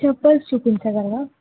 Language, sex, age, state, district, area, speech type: Telugu, female, 18-30, Telangana, Ranga Reddy, rural, conversation